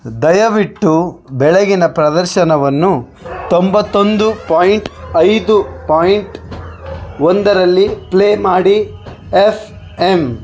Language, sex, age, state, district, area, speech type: Kannada, male, 30-45, Karnataka, Bidar, urban, read